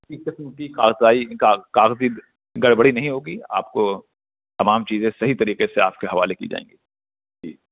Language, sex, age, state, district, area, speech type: Urdu, male, 18-30, Bihar, Purnia, rural, conversation